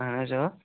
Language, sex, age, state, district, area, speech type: Kashmiri, male, 18-30, Jammu and Kashmir, Pulwama, rural, conversation